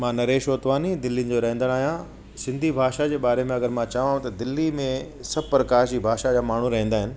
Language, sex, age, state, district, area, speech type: Sindhi, male, 45-60, Delhi, South Delhi, urban, spontaneous